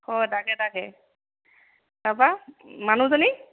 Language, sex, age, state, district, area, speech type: Assamese, female, 30-45, Assam, Dhemaji, rural, conversation